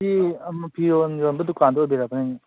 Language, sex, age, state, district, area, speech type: Manipuri, male, 30-45, Manipur, Imphal East, rural, conversation